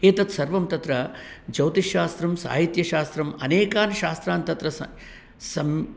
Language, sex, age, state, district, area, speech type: Sanskrit, male, 60+, Telangana, Peddapalli, urban, spontaneous